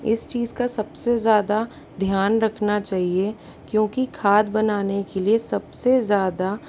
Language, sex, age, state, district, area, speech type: Hindi, female, 60+, Rajasthan, Jaipur, urban, spontaneous